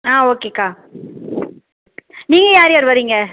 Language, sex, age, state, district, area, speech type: Tamil, female, 45-60, Tamil Nadu, Pudukkottai, rural, conversation